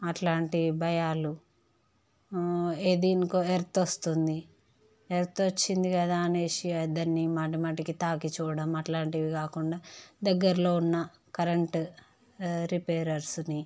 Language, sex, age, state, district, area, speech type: Telugu, female, 30-45, Andhra Pradesh, Visakhapatnam, urban, spontaneous